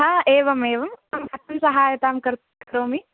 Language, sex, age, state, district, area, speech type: Sanskrit, female, 18-30, Karnataka, Uttara Kannada, rural, conversation